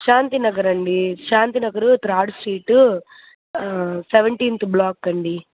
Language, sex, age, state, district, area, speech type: Telugu, female, 18-30, Andhra Pradesh, Kadapa, rural, conversation